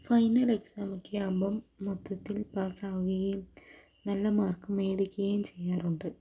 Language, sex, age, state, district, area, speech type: Malayalam, female, 18-30, Kerala, Palakkad, rural, spontaneous